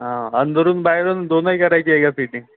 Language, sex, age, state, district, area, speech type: Marathi, male, 18-30, Maharashtra, Nagpur, rural, conversation